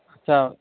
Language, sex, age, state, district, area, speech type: Bengali, male, 18-30, West Bengal, Jhargram, rural, conversation